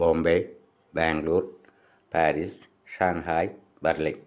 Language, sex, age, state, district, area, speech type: Malayalam, male, 60+, Kerala, Palakkad, rural, spontaneous